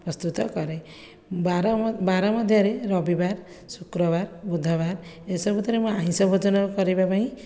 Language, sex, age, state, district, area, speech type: Odia, female, 30-45, Odisha, Khordha, rural, spontaneous